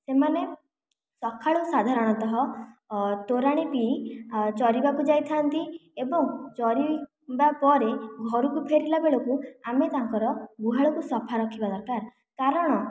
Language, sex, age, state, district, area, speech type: Odia, female, 45-60, Odisha, Khordha, rural, spontaneous